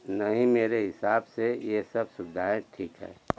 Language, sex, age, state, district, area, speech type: Hindi, male, 60+, Uttar Pradesh, Mau, rural, read